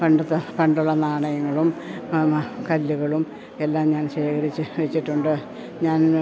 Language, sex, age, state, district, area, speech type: Malayalam, female, 60+, Kerala, Idukki, rural, spontaneous